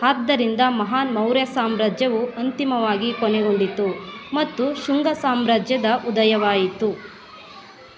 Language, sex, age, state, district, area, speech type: Kannada, female, 30-45, Karnataka, Mandya, rural, read